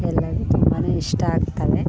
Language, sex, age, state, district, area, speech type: Kannada, female, 18-30, Karnataka, Vijayanagara, rural, spontaneous